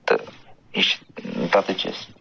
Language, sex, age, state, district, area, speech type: Kashmiri, male, 45-60, Jammu and Kashmir, Budgam, urban, spontaneous